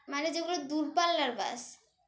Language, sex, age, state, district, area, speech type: Bengali, female, 18-30, West Bengal, Dakshin Dinajpur, urban, spontaneous